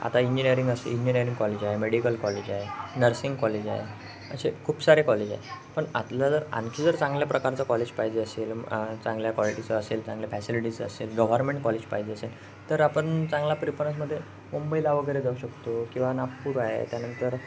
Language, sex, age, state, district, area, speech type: Marathi, male, 18-30, Maharashtra, Ratnagiri, rural, spontaneous